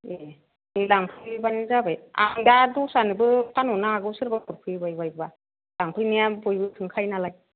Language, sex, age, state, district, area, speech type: Bodo, female, 30-45, Assam, Kokrajhar, rural, conversation